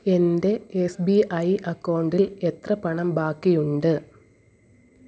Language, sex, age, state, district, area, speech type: Malayalam, female, 30-45, Kerala, Kollam, rural, read